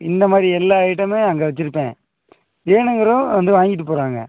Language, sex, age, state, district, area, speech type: Tamil, male, 30-45, Tamil Nadu, Madurai, rural, conversation